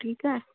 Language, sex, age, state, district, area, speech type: Sindhi, female, 45-60, Delhi, South Delhi, rural, conversation